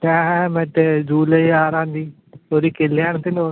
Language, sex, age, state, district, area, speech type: Malayalam, male, 18-30, Kerala, Alappuzha, rural, conversation